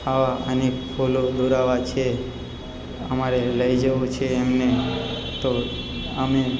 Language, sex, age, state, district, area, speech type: Gujarati, male, 30-45, Gujarat, Narmada, rural, spontaneous